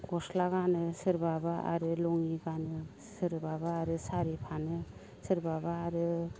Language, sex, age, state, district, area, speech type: Bodo, female, 18-30, Assam, Baksa, rural, spontaneous